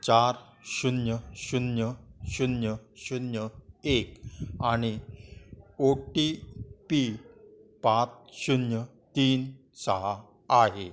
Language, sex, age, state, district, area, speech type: Marathi, male, 60+, Maharashtra, Kolhapur, urban, read